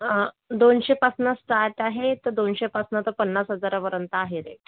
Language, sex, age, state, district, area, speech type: Marathi, female, 60+, Maharashtra, Yavatmal, rural, conversation